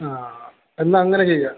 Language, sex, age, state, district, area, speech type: Malayalam, male, 18-30, Kerala, Kasaragod, rural, conversation